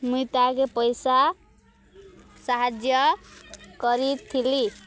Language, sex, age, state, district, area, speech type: Odia, female, 18-30, Odisha, Nuapada, rural, spontaneous